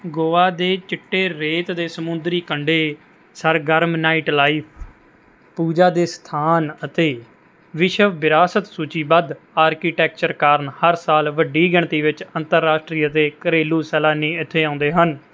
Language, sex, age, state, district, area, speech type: Punjabi, male, 18-30, Punjab, Mohali, rural, read